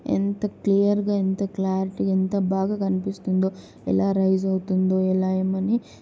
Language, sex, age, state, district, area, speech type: Telugu, female, 18-30, Andhra Pradesh, Kadapa, urban, spontaneous